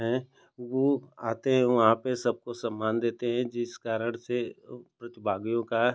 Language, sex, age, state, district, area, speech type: Hindi, male, 30-45, Uttar Pradesh, Ghazipur, rural, spontaneous